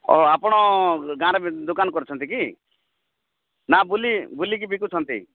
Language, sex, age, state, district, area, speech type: Odia, male, 45-60, Odisha, Rayagada, rural, conversation